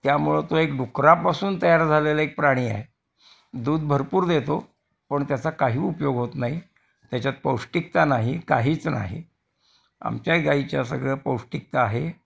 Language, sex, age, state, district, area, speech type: Marathi, male, 60+, Maharashtra, Kolhapur, urban, spontaneous